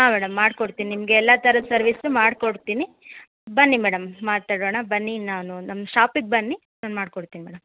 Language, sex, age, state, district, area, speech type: Kannada, female, 30-45, Karnataka, Chitradurga, rural, conversation